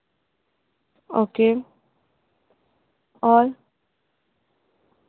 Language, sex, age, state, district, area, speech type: Urdu, female, 18-30, Delhi, North East Delhi, urban, conversation